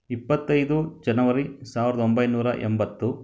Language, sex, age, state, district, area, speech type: Kannada, male, 30-45, Karnataka, Chitradurga, rural, spontaneous